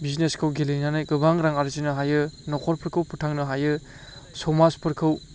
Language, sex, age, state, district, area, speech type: Bodo, female, 18-30, Assam, Chirang, rural, spontaneous